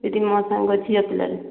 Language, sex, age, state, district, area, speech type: Odia, female, 30-45, Odisha, Mayurbhanj, rural, conversation